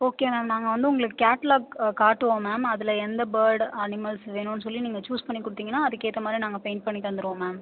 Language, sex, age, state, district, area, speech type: Tamil, female, 18-30, Tamil Nadu, Ariyalur, rural, conversation